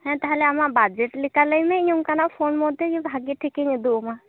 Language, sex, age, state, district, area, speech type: Santali, female, 18-30, West Bengal, Paschim Bardhaman, rural, conversation